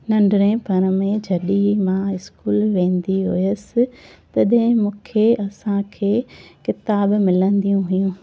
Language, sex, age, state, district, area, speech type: Sindhi, female, 30-45, Gujarat, Junagadh, urban, spontaneous